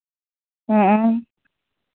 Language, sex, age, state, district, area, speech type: Santali, female, 30-45, Jharkhand, East Singhbhum, rural, conversation